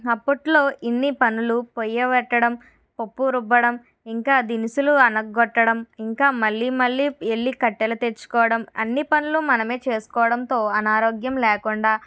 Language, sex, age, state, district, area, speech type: Telugu, female, 45-60, Andhra Pradesh, Kakinada, urban, spontaneous